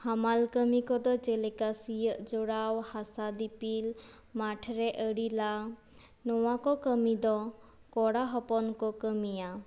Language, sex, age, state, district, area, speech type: Santali, female, 18-30, West Bengal, Purba Bardhaman, rural, spontaneous